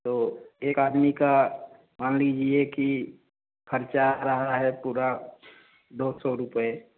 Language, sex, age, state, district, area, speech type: Hindi, male, 30-45, Uttar Pradesh, Prayagraj, rural, conversation